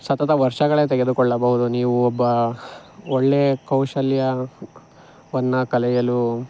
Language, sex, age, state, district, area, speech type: Kannada, male, 45-60, Karnataka, Chikkaballapur, rural, spontaneous